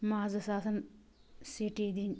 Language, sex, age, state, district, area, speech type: Kashmiri, female, 45-60, Jammu and Kashmir, Anantnag, rural, spontaneous